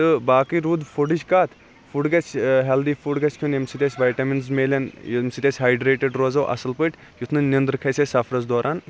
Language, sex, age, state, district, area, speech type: Kashmiri, male, 30-45, Jammu and Kashmir, Kulgam, rural, spontaneous